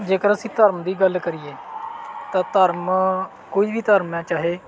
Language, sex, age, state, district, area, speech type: Punjabi, male, 18-30, Punjab, Bathinda, rural, spontaneous